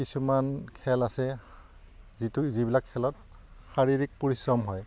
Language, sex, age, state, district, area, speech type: Assamese, male, 45-60, Assam, Udalguri, rural, spontaneous